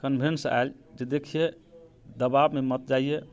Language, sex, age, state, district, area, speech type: Maithili, male, 45-60, Bihar, Muzaffarpur, urban, spontaneous